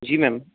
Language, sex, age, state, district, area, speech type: Hindi, male, 60+, Madhya Pradesh, Bhopal, urban, conversation